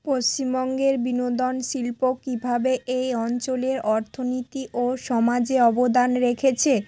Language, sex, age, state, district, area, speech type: Bengali, female, 18-30, West Bengal, Hooghly, urban, spontaneous